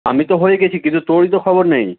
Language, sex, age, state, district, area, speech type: Bengali, male, 18-30, West Bengal, Malda, rural, conversation